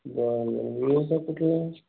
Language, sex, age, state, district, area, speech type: Marathi, male, 18-30, Maharashtra, Hingoli, urban, conversation